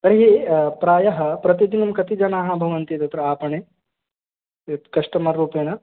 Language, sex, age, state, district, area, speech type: Sanskrit, male, 18-30, Bihar, East Champaran, urban, conversation